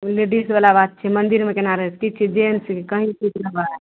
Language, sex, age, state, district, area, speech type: Maithili, female, 18-30, Bihar, Madhepura, rural, conversation